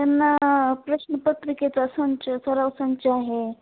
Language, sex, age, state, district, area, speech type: Marathi, female, 18-30, Maharashtra, Osmanabad, rural, conversation